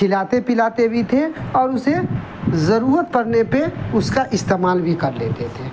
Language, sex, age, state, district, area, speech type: Urdu, male, 45-60, Bihar, Darbhanga, rural, spontaneous